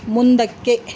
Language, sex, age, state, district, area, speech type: Kannada, female, 60+, Karnataka, Bidar, urban, read